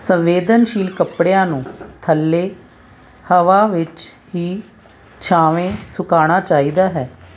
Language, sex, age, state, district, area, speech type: Punjabi, female, 45-60, Punjab, Hoshiarpur, urban, spontaneous